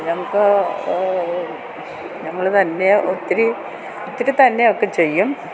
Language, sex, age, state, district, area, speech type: Malayalam, female, 60+, Kerala, Kottayam, urban, spontaneous